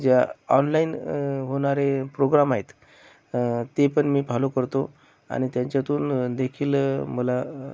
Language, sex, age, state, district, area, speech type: Marathi, male, 30-45, Maharashtra, Akola, rural, spontaneous